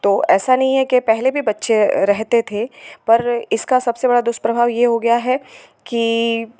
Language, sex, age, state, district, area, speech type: Hindi, female, 30-45, Madhya Pradesh, Hoshangabad, urban, spontaneous